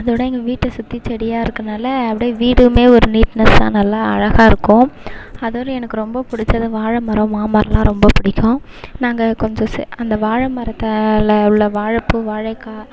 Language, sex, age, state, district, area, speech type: Tamil, female, 18-30, Tamil Nadu, Mayiladuthurai, urban, spontaneous